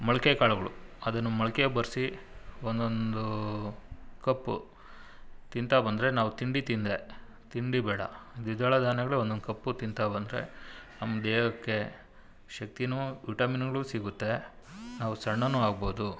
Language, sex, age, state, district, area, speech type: Kannada, male, 45-60, Karnataka, Bangalore Urban, rural, spontaneous